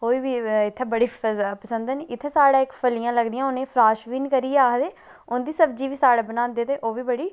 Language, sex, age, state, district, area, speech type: Dogri, female, 30-45, Jammu and Kashmir, Udhampur, rural, spontaneous